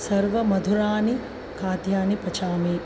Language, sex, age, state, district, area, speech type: Sanskrit, female, 45-60, Tamil Nadu, Chennai, urban, spontaneous